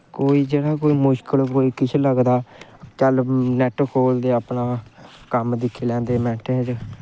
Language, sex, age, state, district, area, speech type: Dogri, male, 18-30, Jammu and Kashmir, Kathua, rural, spontaneous